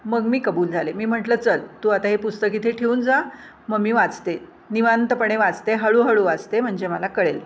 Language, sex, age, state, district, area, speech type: Marathi, female, 60+, Maharashtra, Pune, urban, spontaneous